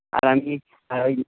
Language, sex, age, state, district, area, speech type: Bengali, male, 18-30, West Bengal, Nadia, rural, conversation